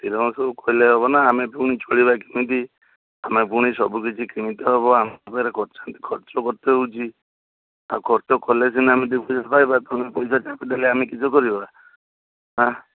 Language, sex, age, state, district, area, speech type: Odia, male, 45-60, Odisha, Balasore, rural, conversation